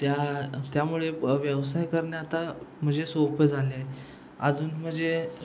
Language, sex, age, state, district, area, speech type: Marathi, male, 18-30, Maharashtra, Ratnagiri, rural, spontaneous